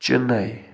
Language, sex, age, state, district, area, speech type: Kashmiri, male, 30-45, Jammu and Kashmir, Baramulla, rural, spontaneous